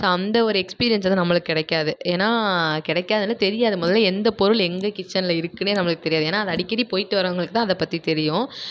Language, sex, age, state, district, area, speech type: Tamil, female, 18-30, Tamil Nadu, Nagapattinam, rural, spontaneous